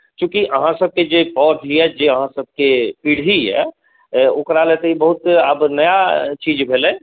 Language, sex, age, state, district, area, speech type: Maithili, male, 45-60, Bihar, Saharsa, urban, conversation